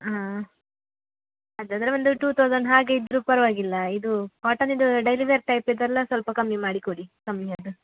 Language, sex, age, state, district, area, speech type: Kannada, female, 30-45, Karnataka, Udupi, rural, conversation